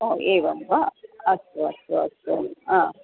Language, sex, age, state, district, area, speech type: Sanskrit, female, 45-60, Karnataka, Dharwad, urban, conversation